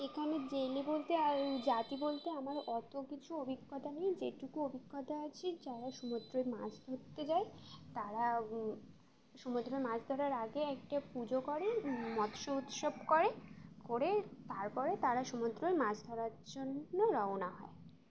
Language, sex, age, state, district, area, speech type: Bengali, female, 18-30, West Bengal, Uttar Dinajpur, urban, spontaneous